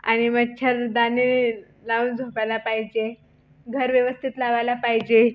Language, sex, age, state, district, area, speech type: Marathi, female, 18-30, Maharashtra, Buldhana, rural, spontaneous